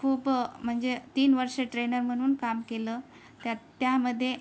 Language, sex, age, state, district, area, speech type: Marathi, female, 30-45, Maharashtra, Yavatmal, rural, spontaneous